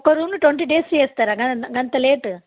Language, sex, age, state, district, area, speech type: Telugu, female, 30-45, Telangana, Karimnagar, rural, conversation